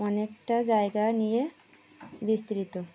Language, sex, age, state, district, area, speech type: Bengali, female, 30-45, West Bengal, Birbhum, urban, spontaneous